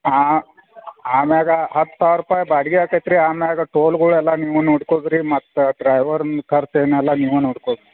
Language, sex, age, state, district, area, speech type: Kannada, male, 45-60, Karnataka, Belgaum, rural, conversation